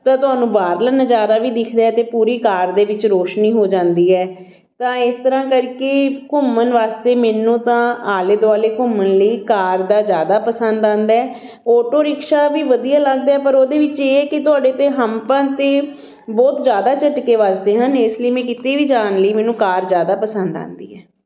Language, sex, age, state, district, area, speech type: Punjabi, female, 45-60, Punjab, Patiala, urban, spontaneous